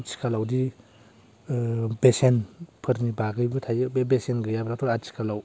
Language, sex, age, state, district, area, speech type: Bodo, male, 18-30, Assam, Baksa, rural, spontaneous